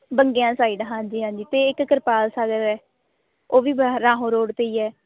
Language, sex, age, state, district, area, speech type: Punjabi, female, 18-30, Punjab, Shaheed Bhagat Singh Nagar, rural, conversation